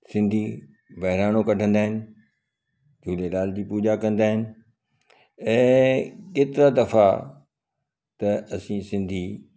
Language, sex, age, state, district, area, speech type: Sindhi, male, 60+, Gujarat, Kutch, urban, spontaneous